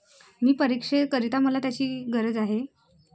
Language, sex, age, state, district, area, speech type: Marathi, female, 18-30, Maharashtra, Bhandara, rural, spontaneous